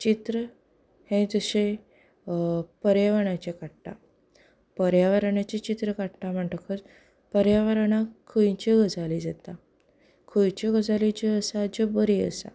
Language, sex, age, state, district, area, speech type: Goan Konkani, female, 18-30, Goa, Canacona, rural, spontaneous